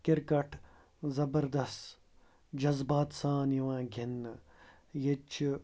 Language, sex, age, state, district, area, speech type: Kashmiri, male, 30-45, Jammu and Kashmir, Srinagar, urban, spontaneous